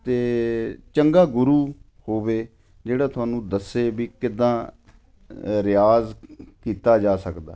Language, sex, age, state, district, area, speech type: Punjabi, male, 45-60, Punjab, Ludhiana, urban, spontaneous